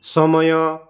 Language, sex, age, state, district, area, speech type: Nepali, male, 45-60, West Bengal, Kalimpong, rural, read